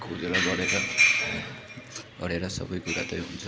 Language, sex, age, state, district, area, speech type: Nepali, male, 30-45, West Bengal, Darjeeling, rural, spontaneous